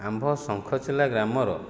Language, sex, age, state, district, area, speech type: Odia, male, 45-60, Odisha, Jajpur, rural, spontaneous